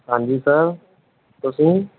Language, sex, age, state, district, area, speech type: Punjabi, male, 18-30, Punjab, Mohali, rural, conversation